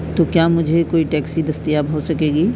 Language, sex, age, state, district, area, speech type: Urdu, male, 18-30, Delhi, South Delhi, urban, spontaneous